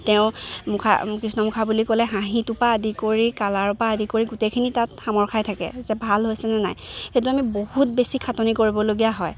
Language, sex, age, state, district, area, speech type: Assamese, female, 18-30, Assam, Lakhimpur, urban, spontaneous